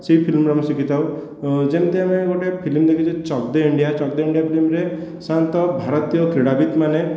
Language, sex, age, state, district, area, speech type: Odia, male, 18-30, Odisha, Khordha, rural, spontaneous